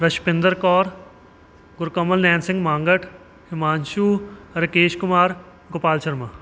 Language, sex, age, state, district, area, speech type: Punjabi, male, 30-45, Punjab, Kapurthala, rural, spontaneous